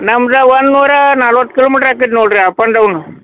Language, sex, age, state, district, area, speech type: Kannada, male, 45-60, Karnataka, Belgaum, rural, conversation